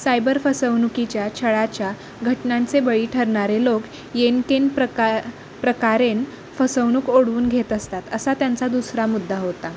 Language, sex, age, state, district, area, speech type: Marathi, female, 18-30, Maharashtra, Ratnagiri, urban, spontaneous